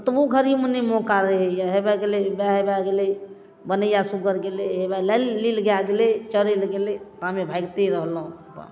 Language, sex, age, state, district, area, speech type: Maithili, female, 45-60, Bihar, Darbhanga, rural, spontaneous